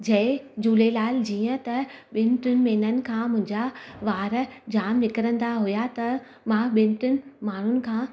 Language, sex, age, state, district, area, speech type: Sindhi, female, 30-45, Gujarat, Surat, urban, spontaneous